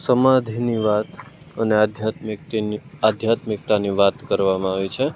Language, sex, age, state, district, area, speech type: Gujarati, male, 18-30, Gujarat, Rajkot, rural, spontaneous